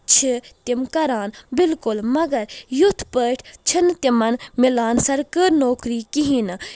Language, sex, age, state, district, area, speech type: Kashmiri, female, 18-30, Jammu and Kashmir, Budgam, rural, spontaneous